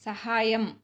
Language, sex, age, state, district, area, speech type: Sanskrit, female, 30-45, Karnataka, Dakshina Kannada, urban, read